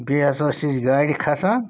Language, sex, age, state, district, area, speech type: Kashmiri, male, 30-45, Jammu and Kashmir, Srinagar, urban, spontaneous